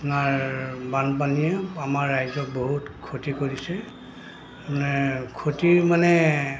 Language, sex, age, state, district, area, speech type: Assamese, male, 60+, Assam, Goalpara, rural, spontaneous